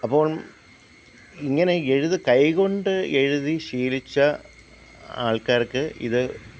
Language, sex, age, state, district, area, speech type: Malayalam, male, 45-60, Kerala, Kollam, rural, spontaneous